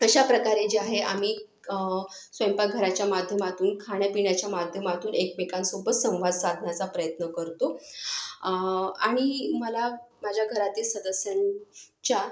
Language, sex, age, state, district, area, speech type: Marathi, female, 18-30, Maharashtra, Akola, urban, spontaneous